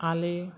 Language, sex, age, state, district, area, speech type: Santali, male, 18-30, Jharkhand, East Singhbhum, rural, spontaneous